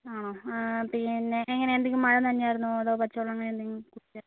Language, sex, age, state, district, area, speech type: Malayalam, male, 30-45, Kerala, Wayanad, rural, conversation